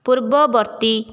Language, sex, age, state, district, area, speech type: Odia, female, 30-45, Odisha, Jajpur, rural, read